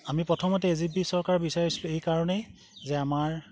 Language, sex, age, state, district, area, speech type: Assamese, male, 60+, Assam, Golaghat, urban, spontaneous